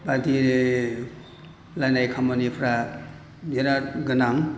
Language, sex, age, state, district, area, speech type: Bodo, male, 60+, Assam, Chirang, rural, spontaneous